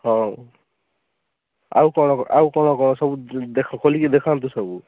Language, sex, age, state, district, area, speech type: Odia, male, 30-45, Odisha, Kalahandi, rural, conversation